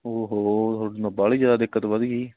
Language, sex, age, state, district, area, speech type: Punjabi, male, 45-60, Punjab, Patiala, urban, conversation